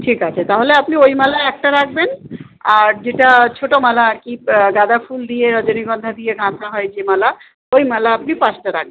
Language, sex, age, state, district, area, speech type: Bengali, female, 45-60, West Bengal, South 24 Parganas, urban, conversation